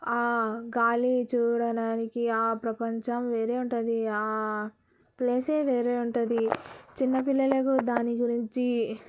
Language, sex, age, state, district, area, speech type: Telugu, female, 18-30, Telangana, Vikarabad, urban, spontaneous